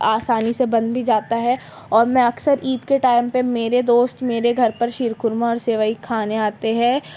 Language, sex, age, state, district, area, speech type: Urdu, female, 30-45, Maharashtra, Nashik, rural, spontaneous